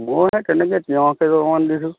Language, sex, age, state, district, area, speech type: Assamese, male, 60+, Assam, Lakhimpur, urban, conversation